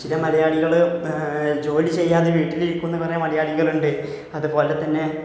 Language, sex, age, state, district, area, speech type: Malayalam, male, 18-30, Kerala, Malappuram, rural, spontaneous